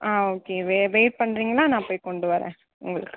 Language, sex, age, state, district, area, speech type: Tamil, female, 45-60, Tamil Nadu, Viluppuram, urban, conversation